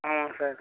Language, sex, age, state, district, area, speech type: Tamil, male, 30-45, Tamil Nadu, Kallakurichi, rural, conversation